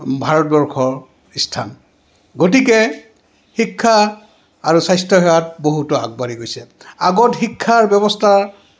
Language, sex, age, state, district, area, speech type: Assamese, male, 60+, Assam, Goalpara, urban, spontaneous